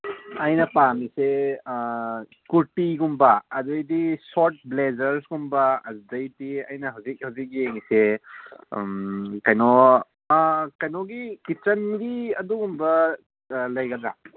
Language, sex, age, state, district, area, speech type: Manipuri, male, 18-30, Manipur, Kangpokpi, urban, conversation